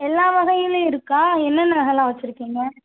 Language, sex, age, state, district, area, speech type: Tamil, female, 18-30, Tamil Nadu, Madurai, urban, conversation